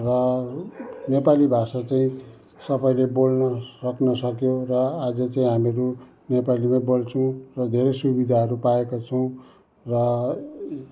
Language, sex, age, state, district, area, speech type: Nepali, male, 60+, West Bengal, Kalimpong, rural, spontaneous